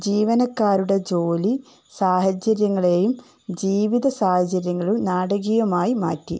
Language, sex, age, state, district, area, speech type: Malayalam, female, 45-60, Kerala, Palakkad, rural, spontaneous